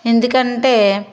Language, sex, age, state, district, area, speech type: Telugu, female, 30-45, Andhra Pradesh, Guntur, rural, spontaneous